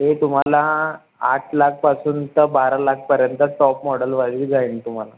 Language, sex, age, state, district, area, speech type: Marathi, male, 30-45, Maharashtra, Nagpur, rural, conversation